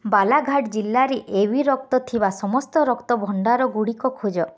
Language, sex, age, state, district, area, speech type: Odia, female, 18-30, Odisha, Bargarh, urban, read